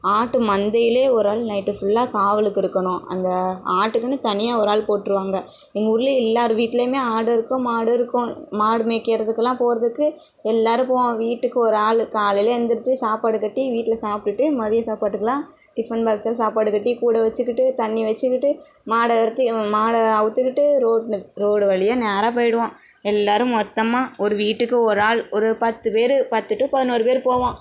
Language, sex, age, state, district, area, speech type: Tamil, female, 18-30, Tamil Nadu, Tirunelveli, rural, spontaneous